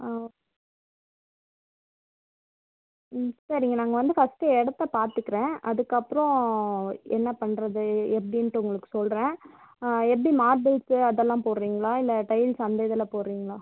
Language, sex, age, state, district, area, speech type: Tamil, female, 18-30, Tamil Nadu, Tirupattur, urban, conversation